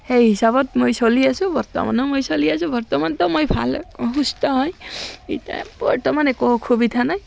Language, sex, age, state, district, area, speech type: Assamese, female, 45-60, Assam, Barpeta, rural, spontaneous